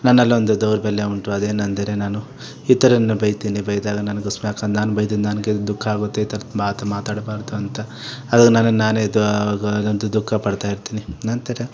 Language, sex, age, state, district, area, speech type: Kannada, male, 30-45, Karnataka, Kolar, urban, spontaneous